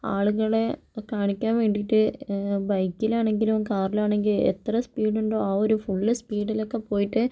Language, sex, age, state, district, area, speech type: Malayalam, female, 45-60, Kerala, Kozhikode, urban, spontaneous